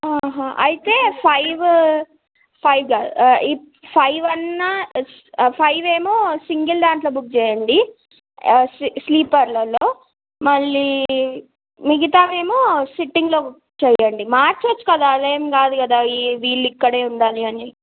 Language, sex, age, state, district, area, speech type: Telugu, female, 18-30, Telangana, Nizamabad, rural, conversation